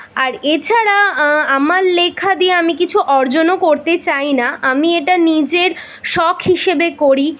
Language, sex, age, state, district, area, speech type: Bengali, female, 18-30, West Bengal, Kolkata, urban, spontaneous